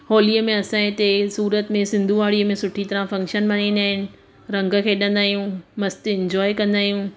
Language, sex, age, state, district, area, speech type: Sindhi, female, 30-45, Gujarat, Surat, urban, spontaneous